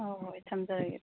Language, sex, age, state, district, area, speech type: Manipuri, female, 45-60, Manipur, Imphal East, rural, conversation